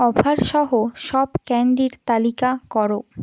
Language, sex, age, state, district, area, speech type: Bengali, female, 30-45, West Bengal, Purba Medinipur, rural, read